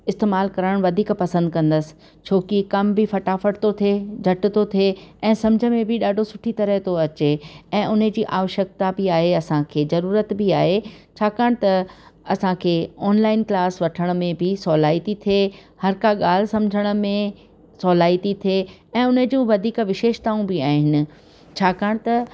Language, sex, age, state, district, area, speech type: Sindhi, female, 45-60, Rajasthan, Ajmer, rural, spontaneous